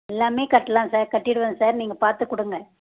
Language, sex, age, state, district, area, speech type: Tamil, female, 30-45, Tamil Nadu, Tirupattur, rural, conversation